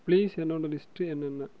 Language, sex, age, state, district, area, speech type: Tamil, male, 18-30, Tamil Nadu, Erode, rural, read